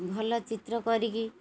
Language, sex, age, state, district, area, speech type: Odia, female, 45-60, Odisha, Kendrapara, urban, spontaneous